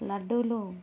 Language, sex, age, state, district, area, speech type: Telugu, female, 30-45, Andhra Pradesh, Visakhapatnam, urban, spontaneous